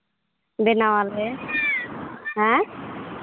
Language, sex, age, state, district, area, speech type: Santali, female, 30-45, Jharkhand, Seraikela Kharsawan, rural, conversation